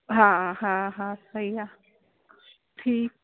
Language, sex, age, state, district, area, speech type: Sindhi, male, 45-60, Uttar Pradesh, Lucknow, rural, conversation